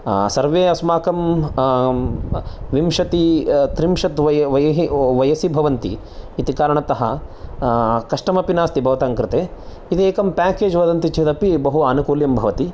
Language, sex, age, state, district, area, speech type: Sanskrit, male, 30-45, Karnataka, Chikkamagaluru, urban, spontaneous